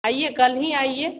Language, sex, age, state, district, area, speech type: Hindi, female, 18-30, Bihar, Samastipur, rural, conversation